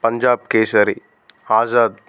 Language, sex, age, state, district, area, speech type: Telugu, male, 30-45, Telangana, Adilabad, rural, spontaneous